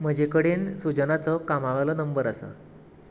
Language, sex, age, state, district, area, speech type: Goan Konkani, male, 18-30, Goa, Tiswadi, rural, read